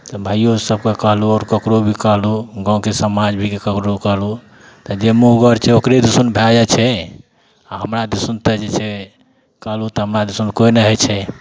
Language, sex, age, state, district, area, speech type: Maithili, male, 30-45, Bihar, Madhepura, rural, spontaneous